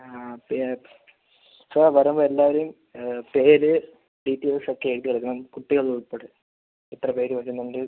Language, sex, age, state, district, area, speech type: Malayalam, male, 18-30, Kerala, Kollam, rural, conversation